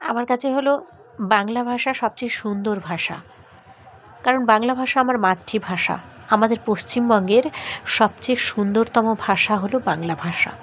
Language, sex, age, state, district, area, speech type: Bengali, female, 18-30, West Bengal, Dakshin Dinajpur, urban, spontaneous